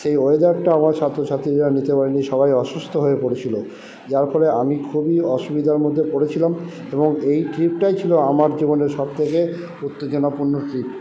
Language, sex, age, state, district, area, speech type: Bengali, male, 30-45, West Bengal, Purba Bardhaman, urban, spontaneous